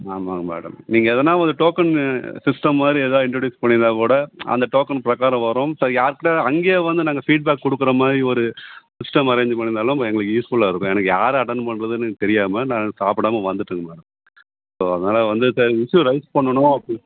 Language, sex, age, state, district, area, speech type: Tamil, male, 60+, Tamil Nadu, Tenkasi, rural, conversation